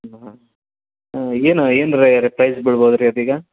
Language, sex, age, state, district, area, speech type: Kannada, male, 30-45, Karnataka, Gadag, urban, conversation